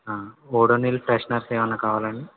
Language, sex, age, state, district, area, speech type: Telugu, male, 18-30, Andhra Pradesh, West Godavari, rural, conversation